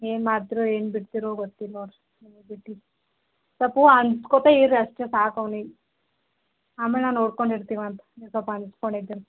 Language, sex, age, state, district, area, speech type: Kannada, female, 18-30, Karnataka, Gulbarga, rural, conversation